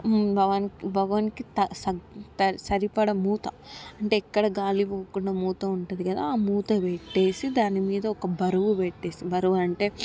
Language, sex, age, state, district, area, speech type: Telugu, female, 18-30, Telangana, Hyderabad, urban, spontaneous